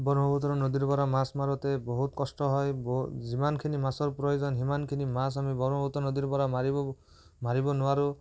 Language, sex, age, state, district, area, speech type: Assamese, male, 18-30, Assam, Barpeta, rural, spontaneous